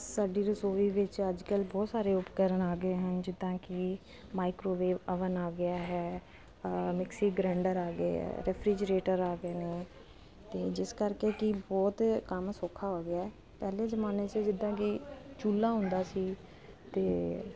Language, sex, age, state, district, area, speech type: Punjabi, female, 30-45, Punjab, Kapurthala, urban, spontaneous